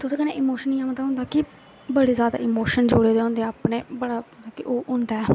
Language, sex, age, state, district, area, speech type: Dogri, female, 18-30, Jammu and Kashmir, Jammu, rural, spontaneous